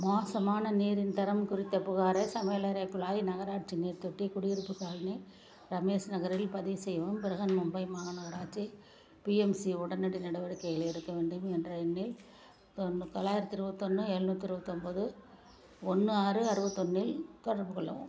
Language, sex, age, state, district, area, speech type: Tamil, female, 60+, Tamil Nadu, Perambalur, rural, read